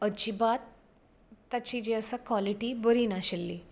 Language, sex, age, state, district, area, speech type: Goan Konkani, female, 30-45, Goa, Canacona, rural, spontaneous